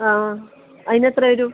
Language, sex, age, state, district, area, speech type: Malayalam, female, 30-45, Kerala, Kasaragod, rural, conversation